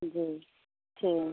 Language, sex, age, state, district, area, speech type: Hindi, female, 30-45, Bihar, Samastipur, urban, conversation